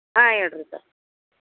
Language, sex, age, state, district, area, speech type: Kannada, female, 45-60, Karnataka, Vijayapura, rural, conversation